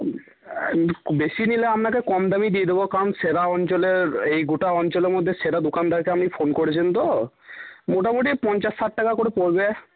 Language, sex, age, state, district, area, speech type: Bengali, male, 18-30, West Bengal, Cooch Behar, rural, conversation